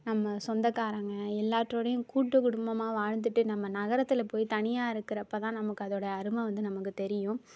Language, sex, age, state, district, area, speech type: Tamil, female, 18-30, Tamil Nadu, Mayiladuthurai, rural, spontaneous